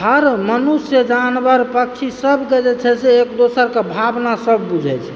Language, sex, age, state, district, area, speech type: Maithili, male, 30-45, Bihar, Supaul, urban, spontaneous